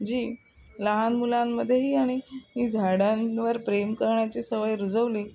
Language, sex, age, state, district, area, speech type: Marathi, female, 45-60, Maharashtra, Thane, rural, spontaneous